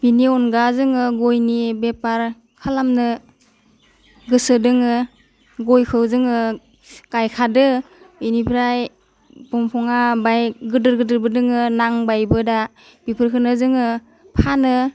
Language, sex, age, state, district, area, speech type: Bodo, female, 18-30, Assam, Udalguri, urban, spontaneous